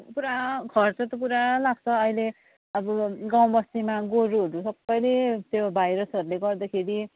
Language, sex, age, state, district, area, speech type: Nepali, female, 45-60, West Bengal, Darjeeling, rural, conversation